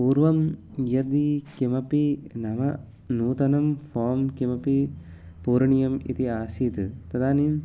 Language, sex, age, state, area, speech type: Sanskrit, male, 18-30, Uttarakhand, urban, spontaneous